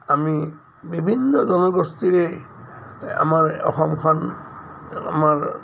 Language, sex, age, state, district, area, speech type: Assamese, male, 60+, Assam, Udalguri, rural, spontaneous